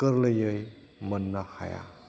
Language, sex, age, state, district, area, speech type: Bodo, male, 45-60, Assam, Kokrajhar, urban, spontaneous